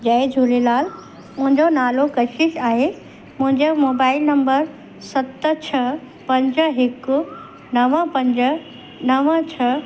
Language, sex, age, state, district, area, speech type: Sindhi, female, 45-60, Uttar Pradesh, Lucknow, urban, spontaneous